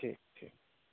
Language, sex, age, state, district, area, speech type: Bengali, male, 60+, West Bengal, Paschim Bardhaman, urban, conversation